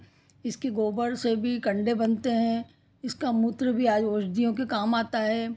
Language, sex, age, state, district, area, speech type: Hindi, female, 60+, Madhya Pradesh, Ujjain, urban, spontaneous